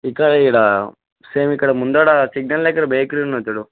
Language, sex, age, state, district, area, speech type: Telugu, male, 18-30, Telangana, Vikarabad, rural, conversation